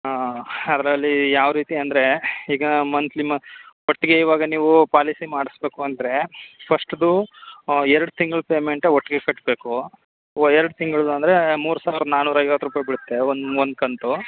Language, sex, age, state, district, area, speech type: Kannada, male, 30-45, Karnataka, Chamarajanagar, rural, conversation